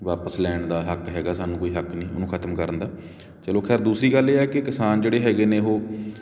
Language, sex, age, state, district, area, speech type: Punjabi, male, 30-45, Punjab, Patiala, rural, spontaneous